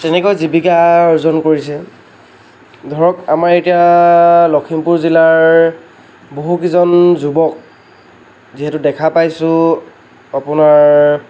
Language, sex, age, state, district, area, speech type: Assamese, male, 45-60, Assam, Lakhimpur, rural, spontaneous